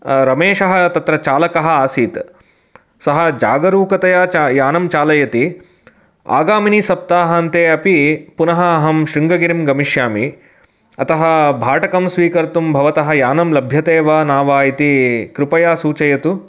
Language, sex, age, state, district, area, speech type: Sanskrit, male, 30-45, Karnataka, Mysore, urban, spontaneous